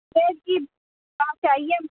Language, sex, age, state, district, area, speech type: Hindi, female, 30-45, Uttar Pradesh, Pratapgarh, rural, conversation